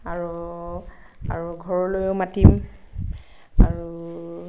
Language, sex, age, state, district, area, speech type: Assamese, female, 18-30, Assam, Darrang, rural, spontaneous